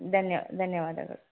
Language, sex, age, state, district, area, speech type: Kannada, female, 18-30, Karnataka, Davanagere, rural, conversation